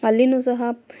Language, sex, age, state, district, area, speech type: Kannada, female, 30-45, Karnataka, Mandya, rural, spontaneous